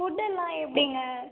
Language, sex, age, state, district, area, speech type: Tamil, female, 18-30, Tamil Nadu, Cuddalore, rural, conversation